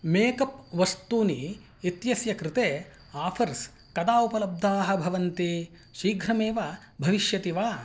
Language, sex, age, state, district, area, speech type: Sanskrit, male, 45-60, Karnataka, Mysore, urban, read